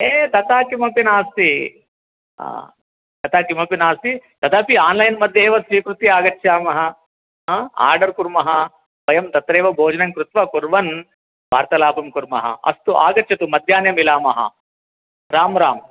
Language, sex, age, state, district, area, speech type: Sanskrit, male, 30-45, Telangana, Medchal, urban, conversation